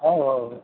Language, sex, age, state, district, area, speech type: Odia, male, 60+, Odisha, Gajapati, rural, conversation